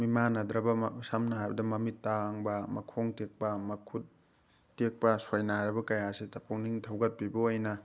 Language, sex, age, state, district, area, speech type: Manipuri, male, 30-45, Manipur, Thoubal, rural, spontaneous